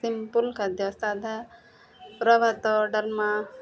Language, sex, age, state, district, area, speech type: Odia, female, 30-45, Odisha, Jagatsinghpur, rural, spontaneous